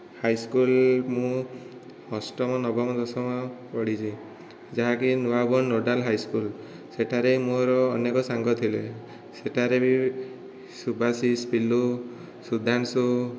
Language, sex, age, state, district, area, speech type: Odia, male, 18-30, Odisha, Dhenkanal, rural, spontaneous